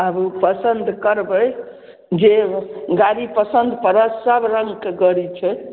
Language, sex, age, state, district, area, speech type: Maithili, female, 60+, Bihar, Samastipur, rural, conversation